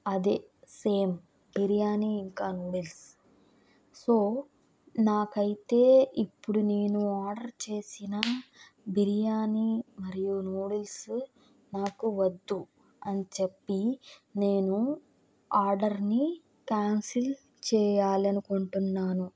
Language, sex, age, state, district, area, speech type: Telugu, female, 18-30, Andhra Pradesh, Krishna, rural, spontaneous